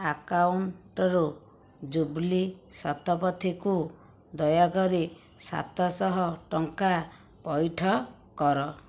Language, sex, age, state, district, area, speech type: Odia, female, 60+, Odisha, Jajpur, rural, read